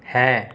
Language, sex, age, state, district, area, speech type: Bengali, male, 30-45, West Bengal, Paschim Bardhaman, urban, read